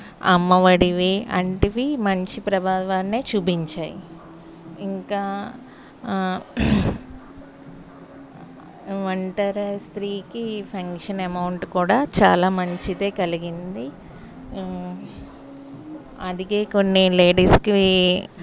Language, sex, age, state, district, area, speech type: Telugu, female, 30-45, Andhra Pradesh, Anakapalli, urban, spontaneous